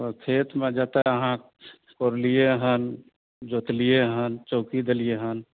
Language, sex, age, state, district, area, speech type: Maithili, male, 60+, Bihar, Supaul, urban, conversation